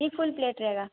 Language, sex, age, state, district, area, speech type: Urdu, female, 18-30, Uttar Pradesh, Mau, urban, conversation